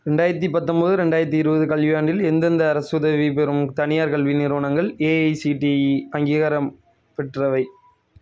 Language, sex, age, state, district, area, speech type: Tamil, male, 18-30, Tamil Nadu, Thoothukudi, rural, read